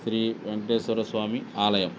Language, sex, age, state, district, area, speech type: Telugu, male, 60+, Andhra Pradesh, Eluru, rural, spontaneous